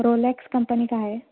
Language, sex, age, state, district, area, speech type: Urdu, female, 30-45, Telangana, Hyderabad, urban, conversation